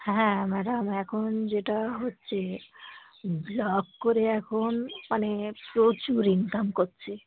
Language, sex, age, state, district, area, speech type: Bengali, female, 45-60, West Bengal, Dakshin Dinajpur, urban, conversation